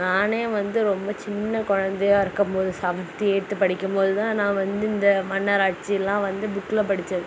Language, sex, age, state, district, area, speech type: Tamil, female, 18-30, Tamil Nadu, Kanyakumari, rural, spontaneous